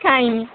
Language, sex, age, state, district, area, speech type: Bengali, female, 18-30, West Bengal, North 24 Parganas, urban, conversation